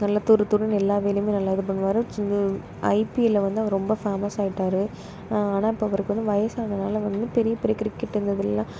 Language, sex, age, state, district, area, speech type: Tamil, female, 30-45, Tamil Nadu, Pudukkottai, rural, spontaneous